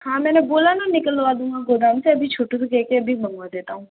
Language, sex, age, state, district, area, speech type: Hindi, female, 18-30, Rajasthan, Jaipur, urban, conversation